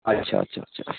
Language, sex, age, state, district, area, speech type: Bengali, male, 45-60, West Bengal, Hooghly, rural, conversation